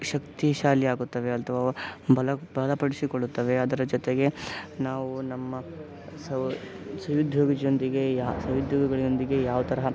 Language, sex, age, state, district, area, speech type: Kannada, male, 18-30, Karnataka, Koppal, rural, spontaneous